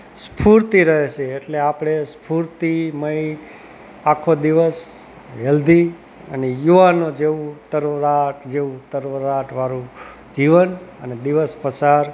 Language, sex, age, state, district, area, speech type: Gujarati, male, 45-60, Gujarat, Rajkot, rural, spontaneous